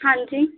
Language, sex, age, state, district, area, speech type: Punjabi, female, 18-30, Punjab, Patiala, urban, conversation